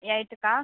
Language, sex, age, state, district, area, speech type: Telugu, female, 45-60, Andhra Pradesh, Visakhapatnam, urban, conversation